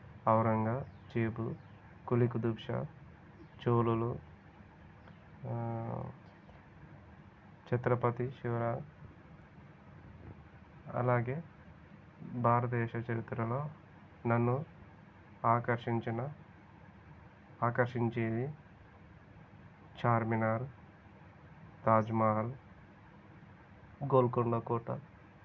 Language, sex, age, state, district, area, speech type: Telugu, male, 30-45, Telangana, Peddapalli, urban, spontaneous